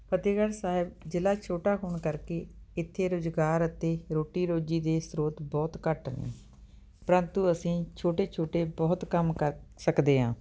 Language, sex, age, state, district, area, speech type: Punjabi, female, 45-60, Punjab, Fatehgarh Sahib, urban, spontaneous